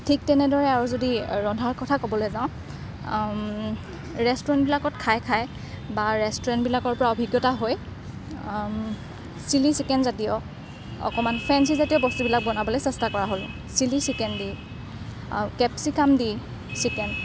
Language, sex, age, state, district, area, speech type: Assamese, female, 45-60, Assam, Morigaon, rural, spontaneous